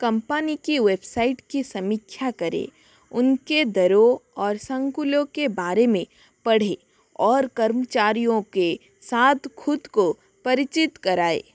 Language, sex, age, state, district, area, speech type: Hindi, female, 60+, Rajasthan, Jodhpur, rural, read